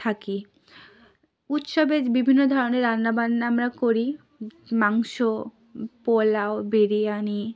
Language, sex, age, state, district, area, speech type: Bengali, female, 30-45, West Bengal, South 24 Parganas, rural, spontaneous